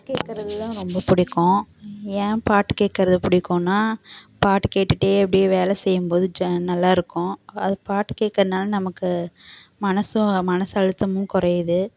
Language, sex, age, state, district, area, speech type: Tamil, female, 30-45, Tamil Nadu, Namakkal, rural, spontaneous